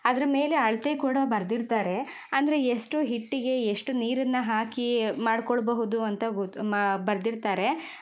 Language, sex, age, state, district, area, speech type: Kannada, female, 18-30, Karnataka, Shimoga, rural, spontaneous